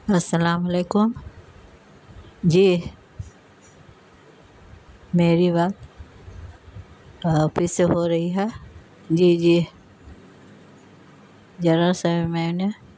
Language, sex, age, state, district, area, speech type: Urdu, female, 60+, Bihar, Gaya, urban, spontaneous